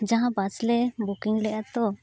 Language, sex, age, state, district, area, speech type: Santali, female, 30-45, Jharkhand, Seraikela Kharsawan, rural, spontaneous